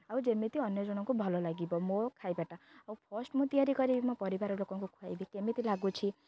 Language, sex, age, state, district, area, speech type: Odia, female, 18-30, Odisha, Jagatsinghpur, rural, spontaneous